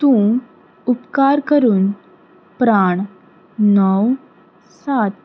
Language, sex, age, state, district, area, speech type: Goan Konkani, female, 18-30, Goa, Salcete, rural, read